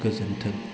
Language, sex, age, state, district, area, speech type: Bodo, male, 30-45, Assam, Udalguri, rural, spontaneous